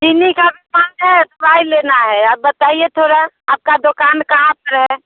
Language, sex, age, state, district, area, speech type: Hindi, female, 60+, Bihar, Muzaffarpur, rural, conversation